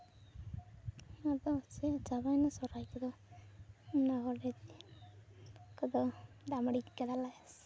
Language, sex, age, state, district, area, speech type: Santali, female, 18-30, West Bengal, Purulia, rural, spontaneous